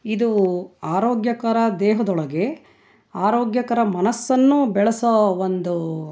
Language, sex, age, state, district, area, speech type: Kannada, female, 60+, Karnataka, Chitradurga, rural, spontaneous